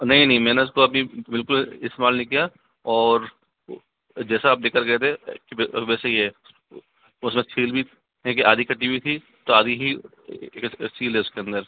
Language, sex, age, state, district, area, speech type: Hindi, male, 60+, Rajasthan, Jaipur, urban, conversation